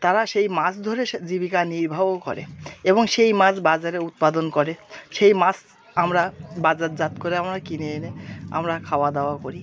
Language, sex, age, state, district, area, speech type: Bengali, male, 30-45, West Bengal, Birbhum, urban, spontaneous